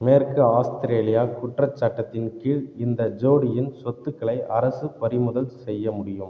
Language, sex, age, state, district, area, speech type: Tamil, male, 18-30, Tamil Nadu, Cuddalore, rural, read